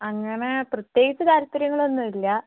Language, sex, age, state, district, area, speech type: Malayalam, female, 18-30, Kerala, Wayanad, rural, conversation